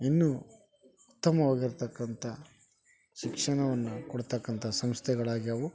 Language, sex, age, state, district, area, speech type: Kannada, male, 30-45, Karnataka, Koppal, rural, spontaneous